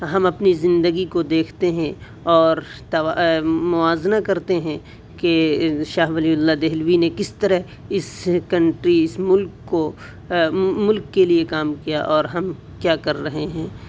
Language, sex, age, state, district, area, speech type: Urdu, male, 18-30, Delhi, South Delhi, urban, spontaneous